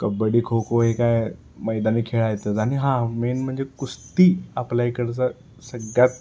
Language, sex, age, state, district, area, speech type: Marathi, male, 18-30, Maharashtra, Sangli, urban, spontaneous